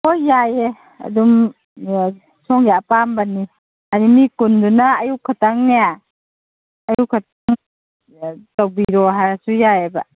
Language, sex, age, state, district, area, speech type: Manipuri, female, 45-60, Manipur, Kangpokpi, urban, conversation